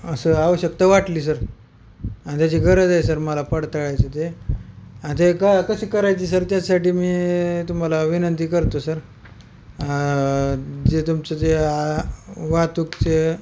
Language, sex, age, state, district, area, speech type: Marathi, male, 30-45, Maharashtra, Beed, urban, spontaneous